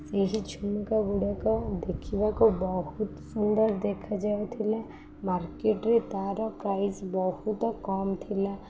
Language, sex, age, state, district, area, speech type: Odia, female, 18-30, Odisha, Sundergarh, urban, spontaneous